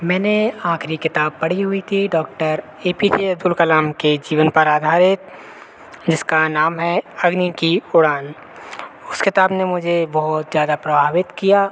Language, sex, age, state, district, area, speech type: Hindi, male, 30-45, Madhya Pradesh, Hoshangabad, rural, spontaneous